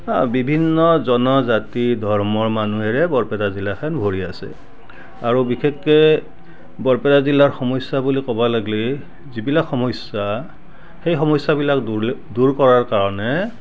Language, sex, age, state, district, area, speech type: Assamese, male, 60+, Assam, Barpeta, rural, spontaneous